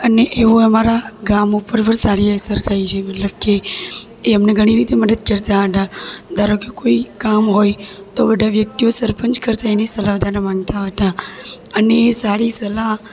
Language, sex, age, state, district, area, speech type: Gujarati, female, 18-30, Gujarat, Surat, rural, spontaneous